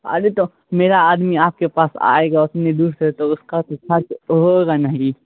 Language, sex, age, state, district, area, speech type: Urdu, male, 18-30, Bihar, Saharsa, rural, conversation